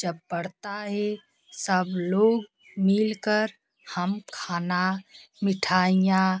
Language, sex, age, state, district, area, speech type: Hindi, female, 30-45, Uttar Pradesh, Jaunpur, rural, spontaneous